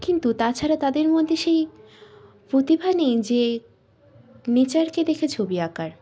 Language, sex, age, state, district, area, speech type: Bengali, female, 18-30, West Bengal, Birbhum, urban, spontaneous